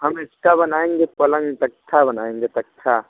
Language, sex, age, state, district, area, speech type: Hindi, male, 18-30, Uttar Pradesh, Mirzapur, rural, conversation